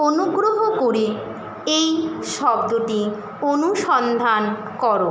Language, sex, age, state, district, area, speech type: Bengali, female, 60+, West Bengal, Jhargram, rural, read